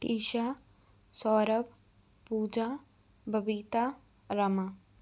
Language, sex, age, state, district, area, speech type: Hindi, female, 45-60, Madhya Pradesh, Bhopal, urban, spontaneous